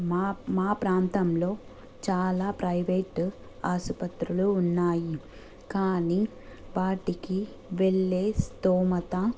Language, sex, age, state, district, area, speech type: Telugu, female, 30-45, Telangana, Medchal, urban, spontaneous